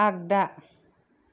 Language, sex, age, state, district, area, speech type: Bodo, female, 45-60, Assam, Kokrajhar, urban, read